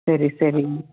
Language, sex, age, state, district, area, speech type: Tamil, female, 30-45, Tamil Nadu, Tiruvarur, rural, conversation